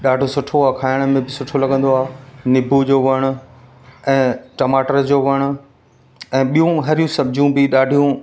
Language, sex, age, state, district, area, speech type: Sindhi, male, 45-60, Madhya Pradesh, Katni, rural, spontaneous